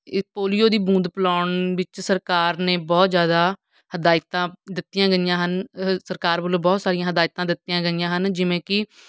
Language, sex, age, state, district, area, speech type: Punjabi, female, 45-60, Punjab, Fatehgarh Sahib, rural, spontaneous